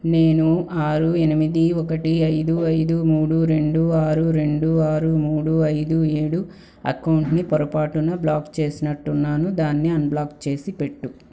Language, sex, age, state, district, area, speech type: Telugu, female, 18-30, Andhra Pradesh, Guntur, urban, read